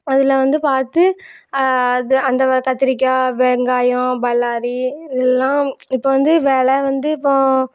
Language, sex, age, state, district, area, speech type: Tamil, female, 18-30, Tamil Nadu, Thoothukudi, urban, spontaneous